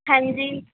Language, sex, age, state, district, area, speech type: Punjabi, female, 18-30, Punjab, Barnala, rural, conversation